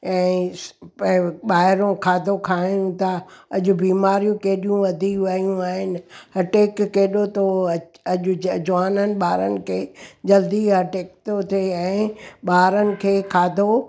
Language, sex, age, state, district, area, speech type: Sindhi, female, 60+, Gujarat, Surat, urban, spontaneous